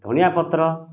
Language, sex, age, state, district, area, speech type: Odia, male, 45-60, Odisha, Kendrapara, urban, spontaneous